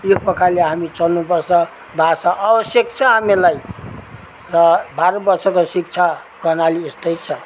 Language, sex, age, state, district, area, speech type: Nepali, male, 60+, West Bengal, Darjeeling, rural, spontaneous